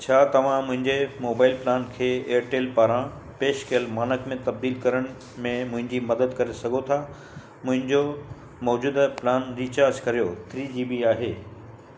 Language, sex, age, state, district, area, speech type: Sindhi, male, 60+, Gujarat, Kutch, urban, read